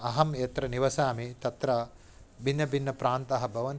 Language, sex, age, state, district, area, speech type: Sanskrit, male, 45-60, Telangana, Karimnagar, urban, spontaneous